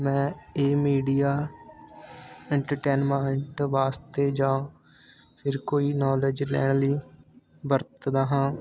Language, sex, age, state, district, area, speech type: Punjabi, male, 18-30, Punjab, Fatehgarh Sahib, rural, spontaneous